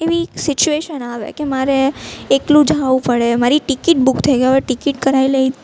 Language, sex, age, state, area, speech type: Gujarati, female, 18-30, Gujarat, urban, spontaneous